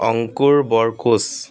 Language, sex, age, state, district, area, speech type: Assamese, male, 30-45, Assam, Dibrugarh, rural, spontaneous